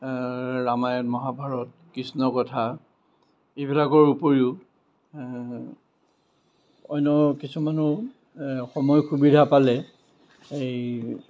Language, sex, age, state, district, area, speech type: Assamese, male, 60+, Assam, Kamrup Metropolitan, urban, spontaneous